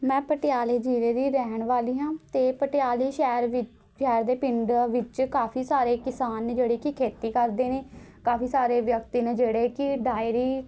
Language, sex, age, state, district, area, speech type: Punjabi, female, 18-30, Punjab, Patiala, urban, spontaneous